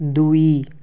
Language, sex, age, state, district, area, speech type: Odia, male, 18-30, Odisha, Kendrapara, urban, read